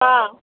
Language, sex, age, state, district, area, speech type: Odia, female, 60+, Odisha, Gajapati, rural, conversation